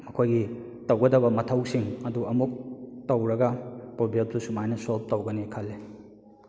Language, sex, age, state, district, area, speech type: Manipuri, male, 30-45, Manipur, Kakching, rural, spontaneous